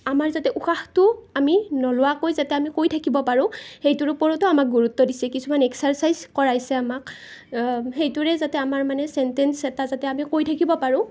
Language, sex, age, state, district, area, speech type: Assamese, female, 18-30, Assam, Nalbari, rural, spontaneous